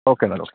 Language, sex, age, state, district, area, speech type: Malayalam, male, 30-45, Kerala, Thiruvananthapuram, urban, conversation